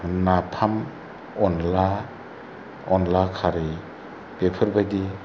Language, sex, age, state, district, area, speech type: Bodo, male, 45-60, Assam, Chirang, rural, spontaneous